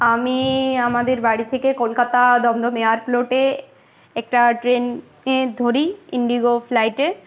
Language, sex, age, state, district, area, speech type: Bengali, female, 18-30, West Bengal, Uttar Dinajpur, urban, spontaneous